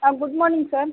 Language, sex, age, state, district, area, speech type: Tamil, female, 18-30, Tamil Nadu, Vellore, urban, conversation